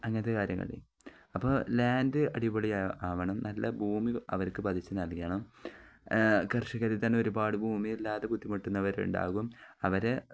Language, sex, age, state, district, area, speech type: Malayalam, male, 18-30, Kerala, Kozhikode, rural, spontaneous